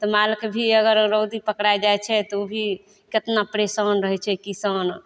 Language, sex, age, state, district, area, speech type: Maithili, female, 30-45, Bihar, Begusarai, rural, spontaneous